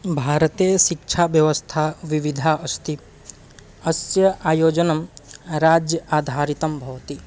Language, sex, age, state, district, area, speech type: Sanskrit, male, 18-30, Bihar, East Champaran, rural, spontaneous